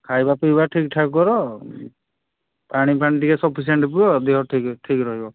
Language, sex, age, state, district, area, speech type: Odia, male, 45-60, Odisha, Angul, rural, conversation